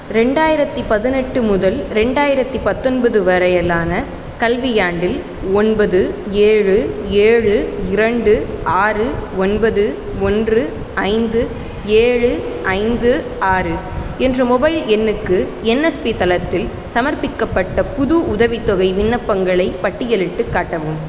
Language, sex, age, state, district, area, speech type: Tamil, female, 18-30, Tamil Nadu, Sivaganga, rural, read